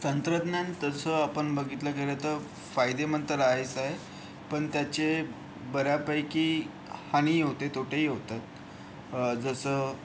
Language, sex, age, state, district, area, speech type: Marathi, male, 30-45, Maharashtra, Yavatmal, urban, spontaneous